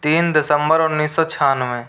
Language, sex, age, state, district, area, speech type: Hindi, male, 30-45, Rajasthan, Jodhpur, rural, spontaneous